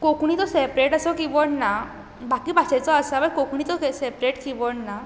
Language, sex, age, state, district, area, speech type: Goan Konkani, female, 18-30, Goa, Bardez, rural, spontaneous